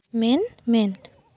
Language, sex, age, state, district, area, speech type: Santali, female, 18-30, West Bengal, Paschim Bardhaman, rural, read